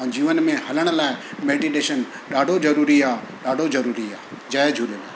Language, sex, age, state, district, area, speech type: Sindhi, male, 45-60, Gujarat, Surat, urban, spontaneous